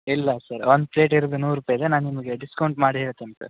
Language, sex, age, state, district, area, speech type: Kannada, male, 18-30, Karnataka, Gadag, rural, conversation